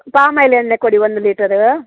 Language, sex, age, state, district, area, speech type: Kannada, female, 60+, Karnataka, Udupi, rural, conversation